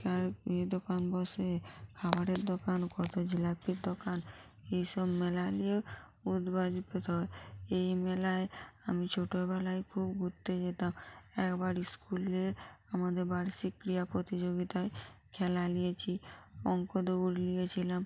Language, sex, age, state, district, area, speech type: Bengali, female, 45-60, West Bengal, North 24 Parganas, rural, spontaneous